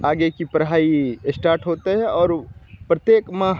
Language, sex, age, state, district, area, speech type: Hindi, male, 30-45, Bihar, Begusarai, rural, spontaneous